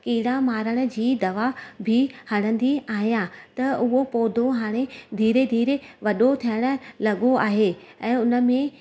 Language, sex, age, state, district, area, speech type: Sindhi, female, 30-45, Gujarat, Surat, urban, spontaneous